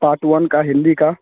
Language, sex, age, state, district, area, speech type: Hindi, male, 18-30, Bihar, Muzaffarpur, rural, conversation